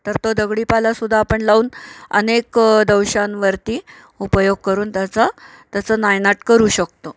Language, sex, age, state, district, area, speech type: Marathi, female, 45-60, Maharashtra, Nanded, rural, spontaneous